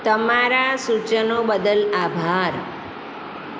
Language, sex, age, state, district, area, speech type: Gujarati, female, 45-60, Gujarat, Surat, urban, read